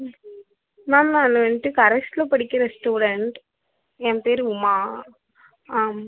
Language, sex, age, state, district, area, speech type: Tamil, female, 30-45, Tamil Nadu, Mayiladuthurai, urban, conversation